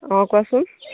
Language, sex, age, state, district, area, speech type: Assamese, female, 45-60, Assam, Morigaon, rural, conversation